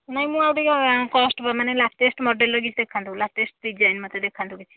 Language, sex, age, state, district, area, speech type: Odia, female, 30-45, Odisha, Nayagarh, rural, conversation